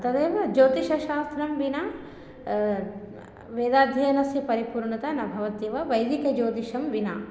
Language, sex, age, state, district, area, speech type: Sanskrit, female, 30-45, Telangana, Hyderabad, urban, spontaneous